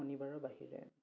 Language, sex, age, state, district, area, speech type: Assamese, male, 18-30, Assam, Udalguri, rural, spontaneous